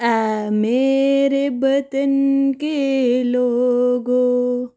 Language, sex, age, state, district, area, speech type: Dogri, female, 18-30, Jammu and Kashmir, Reasi, rural, spontaneous